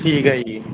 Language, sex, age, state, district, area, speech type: Punjabi, male, 18-30, Punjab, Bathinda, rural, conversation